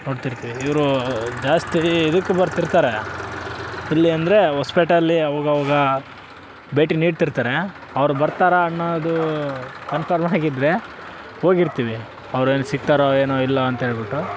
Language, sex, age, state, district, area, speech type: Kannada, male, 18-30, Karnataka, Vijayanagara, rural, spontaneous